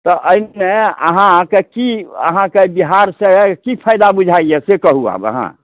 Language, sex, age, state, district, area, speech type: Maithili, male, 60+, Bihar, Samastipur, urban, conversation